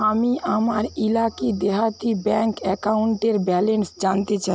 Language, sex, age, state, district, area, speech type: Bengali, female, 60+, West Bengal, Paschim Medinipur, rural, read